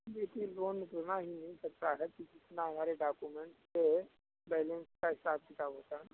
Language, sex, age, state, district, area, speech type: Hindi, male, 60+, Uttar Pradesh, Sitapur, rural, conversation